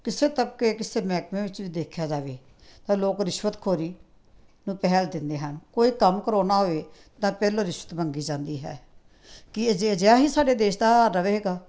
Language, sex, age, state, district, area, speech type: Punjabi, female, 60+, Punjab, Tarn Taran, urban, spontaneous